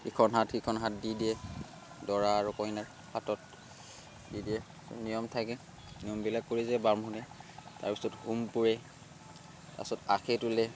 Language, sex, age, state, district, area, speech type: Assamese, male, 30-45, Assam, Barpeta, rural, spontaneous